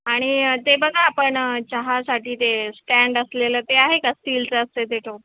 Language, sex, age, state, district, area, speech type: Marathi, female, 30-45, Maharashtra, Thane, urban, conversation